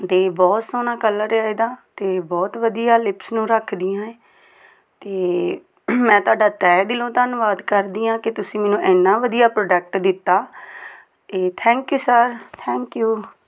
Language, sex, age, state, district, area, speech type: Punjabi, female, 30-45, Punjab, Tarn Taran, rural, spontaneous